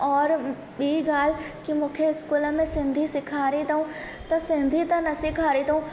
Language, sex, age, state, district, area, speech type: Sindhi, female, 18-30, Madhya Pradesh, Katni, urban, spontaneous